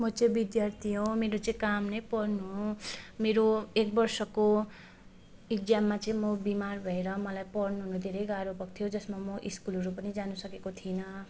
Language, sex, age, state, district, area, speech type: Nepali, female, 18-30, West Bengal, Darjeeling, rural, spontaneous